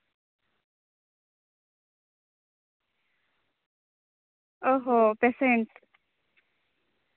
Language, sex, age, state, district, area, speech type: Santali, female, 18-30, Jharkhand, Seraikela Kharsawan, rural, conversation